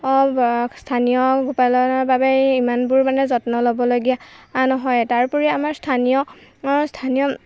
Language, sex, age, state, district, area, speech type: Assamese, female, 18-30, Assam, Golaghat, urban, spontaneous